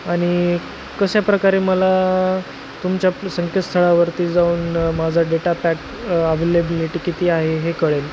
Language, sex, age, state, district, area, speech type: Marathi, male, 18-30, Maharashtra, Nanded, rural, spontaneous